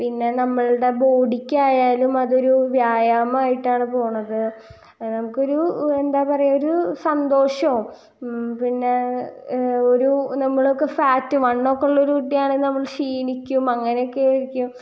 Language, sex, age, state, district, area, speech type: Malayalam, female, 18-30, Kerala, Ernakulam, rural, spontaneous